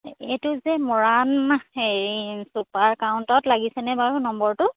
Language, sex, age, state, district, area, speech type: Assamese, female, 30-45, Assam, Dibrugarh, urban, conversation